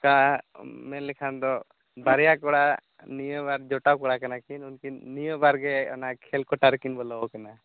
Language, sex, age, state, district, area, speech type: Santali, male, 18-30, Jharkhand, Seraikela Kharsawan, rural, conversation